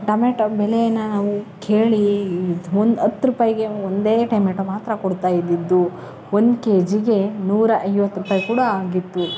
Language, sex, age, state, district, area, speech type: Kannada, female, 18-30, Karnataka, Chamarajanagar, rural, spontaneous